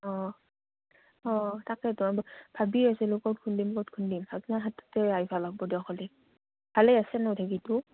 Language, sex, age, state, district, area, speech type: Assamese, female, 18-30, Assam, Udalguri, rural, conversation